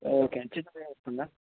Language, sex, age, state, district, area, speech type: Telugu, male, 30-45, Andhra Pradesh, Chittoor, rural, conversation